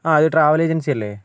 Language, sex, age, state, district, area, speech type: Malayalam, male, 30-45, Kerala, Wayanad, rural, spontaneous